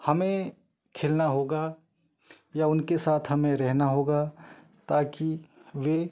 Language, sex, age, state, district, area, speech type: Hindi, male, 30-45, Madhya Pradesh, Betul, rural, spontaneous